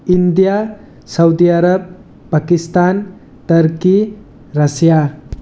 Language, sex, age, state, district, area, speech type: Manipuri, male, 30-45, Manipur, Tengnoupal, urban, spontaneous